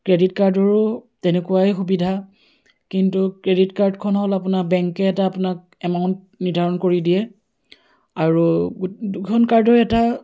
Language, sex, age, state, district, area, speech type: Assamese, female, 45-60, Assam, Dibrugarh, rural, spontaneous